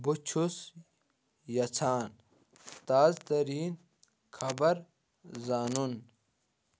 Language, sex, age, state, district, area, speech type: Kashmiri, male, 18-30, Jammu and Kashmir, Baramulla, rural, read